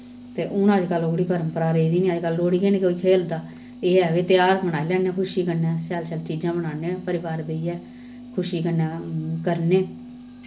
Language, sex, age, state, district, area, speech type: Dogri, female, 30-45, Jammu and Kashmir, Samba, rural, spontaneous